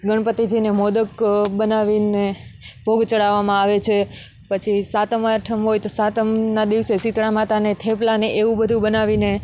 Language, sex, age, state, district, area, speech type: Gujarati, female, 18-30, Gujarat, Junagadh, rural, spontaneous